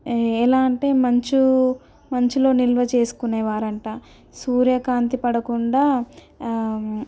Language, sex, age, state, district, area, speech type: Telugu, female, 18-30, Telangana, Ranga Reddy, rural, spontaneous